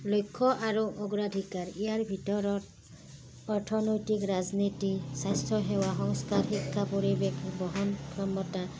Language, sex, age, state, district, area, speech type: Assamese, female, 30-45, Assam, Udalguri, rural, spontaneous